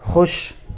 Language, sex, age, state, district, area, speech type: Urdu, male, 30-45, Uttar Pradesh, Lucknow, rural, read